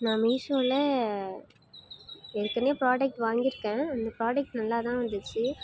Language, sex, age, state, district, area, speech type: Tamil, female, 18-30, Tamil Nadu, Nagapattinam, rural, spontaneous